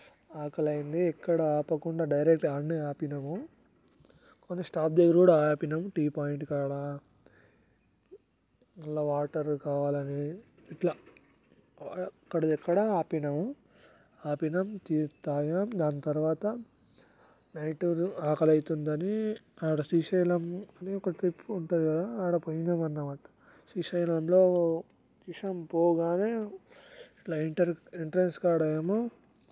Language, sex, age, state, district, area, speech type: Telugu, male, 30-45, Telangana, Vikarabad, urban, spontaneous